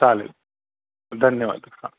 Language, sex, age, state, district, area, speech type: Marathi, male, 45-60, Maharashtra, Thane, rural, conversation